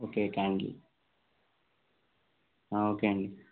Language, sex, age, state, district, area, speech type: Telugu, male, 18-30, Telangana, Jayashankar, urban, conversation